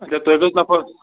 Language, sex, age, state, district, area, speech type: Kashmiri, male, 30-45, Jammu and Kashmir, Pulwama, urban, conversation